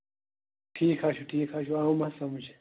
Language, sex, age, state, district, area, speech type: Kashmiri, male, 18-30, Jammu and Kashmir, Pulwama, rural, conversation